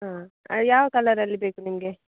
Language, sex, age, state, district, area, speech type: Kannada, female, 30-45, Karnataka, Udupi, rural, conversation